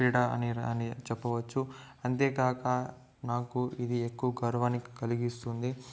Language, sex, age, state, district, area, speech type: Telugu, male, 45-60, Andhra Pradesh, Chittoor, urban, spontaneous